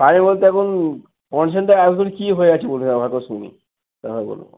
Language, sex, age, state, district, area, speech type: Bengali, male, 45-60, West Bengal, North 24 Parganas, urban, conversation